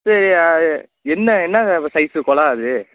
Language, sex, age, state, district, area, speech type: Tamil, male, 18-30, Tamil Nadu, Nagapattinam, rural, conversation